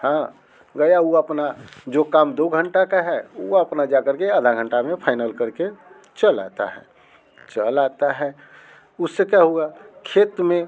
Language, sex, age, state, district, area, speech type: Hindi, male, 45-60, Bihar, Muzaffarpur, rural, spontaneous